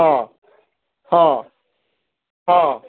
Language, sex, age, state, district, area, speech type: Odia, male, 60+, Odisha, Bargarh, urban, conversation